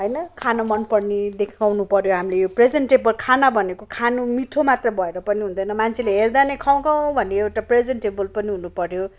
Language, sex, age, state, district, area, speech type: Nepali, male, 30-45, West Bengal, Kalimpong, rural, spontaneous